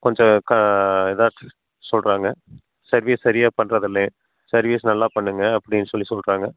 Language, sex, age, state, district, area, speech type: Tamil, male, 30-45, Tamil Nadu, Coimbatore, rural, conversation